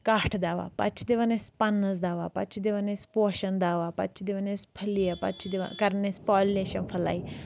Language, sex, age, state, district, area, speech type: Kashmiri, female, 30-45, Jammu and Kashmir, Anantnag, rural, spontaneous